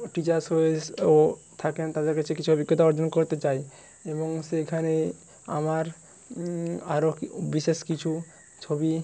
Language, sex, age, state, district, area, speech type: Bengali, male, 60+, West Bengal, Jhargram, rural, spontaneous